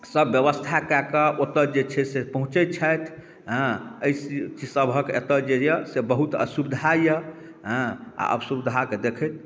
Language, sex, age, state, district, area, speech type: Maithili, male, 45-60, Bihar, Darbhanga, rural, spontaneous